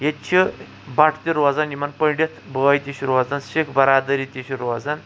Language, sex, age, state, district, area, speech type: Kashmiri, male, 45-60, Jammu and Kashmir, Kulgam, rural, spontaneous